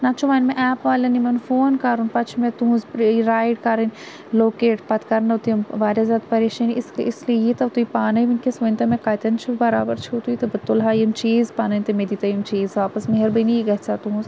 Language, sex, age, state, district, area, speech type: Kashmiri, female, 30-45, Jammu and Kashmir, Srinagar, urban, spontaneous